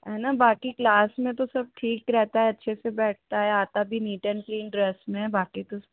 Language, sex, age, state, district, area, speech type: Hindi, female, 30-45, Madhya Pradesh, Ujjain, urban, conversation